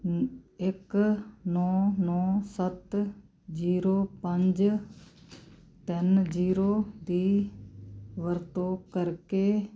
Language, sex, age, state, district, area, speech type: Punjabi, female, 45-60, Punjab, Muktsar, urban, read